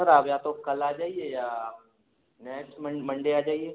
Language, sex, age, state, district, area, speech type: Hindi, male, 18-30, Madhya Pradesh, Gwalior, urban, conversation